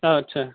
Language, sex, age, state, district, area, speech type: Bodo, male, 60+, Assam, Kokrajhar, rural, conversation